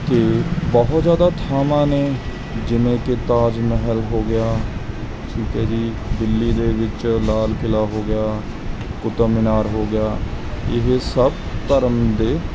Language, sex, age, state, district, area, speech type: Punjabi, male, 30-45, Punjab, Mansa, urban, spontaneous